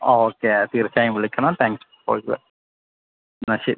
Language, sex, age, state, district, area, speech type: Malayalam, male, 18-30, Kerala, Kozhikode, urban, conversation